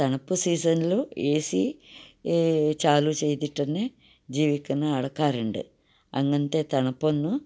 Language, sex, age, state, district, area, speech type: Malayalam, female, 60+, Kerala, Kasaragod, rural, spontaneous